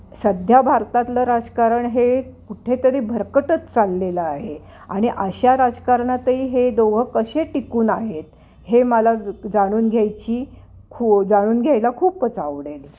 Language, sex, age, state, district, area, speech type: Marathi, female, 60+, Maharashtra, Ahmednagar, urban, spontaneous